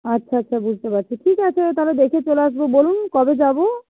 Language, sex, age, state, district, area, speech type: Bengali, female, 60+, West Bengal, Nadia, rural, conversation